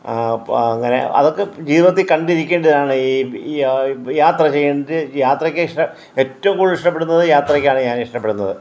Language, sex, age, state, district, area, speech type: Malayalam, male, 60+, Kerala, Kottayam, rural, spontaneous